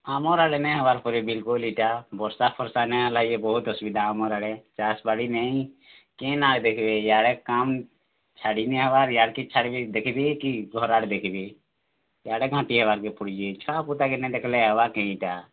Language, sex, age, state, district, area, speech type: Odia, male, 18-30, Odisha, Bargarh, urban, conversation